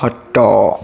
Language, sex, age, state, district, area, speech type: Odia, male, 18-30, Odisha, Bhadrak, rural, read